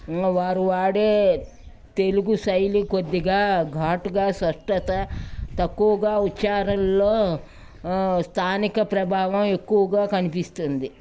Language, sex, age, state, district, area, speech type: Telugu, female, 60+, Telangana, Ranga Reddy, rural, spontaneous